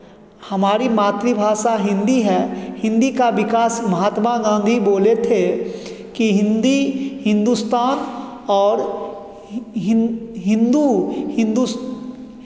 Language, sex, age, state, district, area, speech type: Hindi, male, 45-60, Bihar, Begusarai, urban, spontaneous